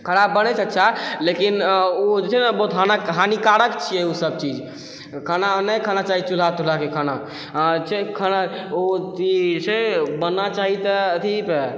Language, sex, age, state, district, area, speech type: Maithili, male, 18-30, Bihar, Purnia, rural, spontaneous